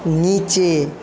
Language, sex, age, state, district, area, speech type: Bengali, male, 45-60, West Bengal, Paschim Medinipur, rural, read